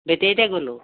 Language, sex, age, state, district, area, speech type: Assamese, female, 60+, Assam, Charaideo, rural, conversation